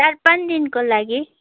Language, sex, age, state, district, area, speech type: Nepali, female, 60+, West Bengal, Darjeeling, rural, conversation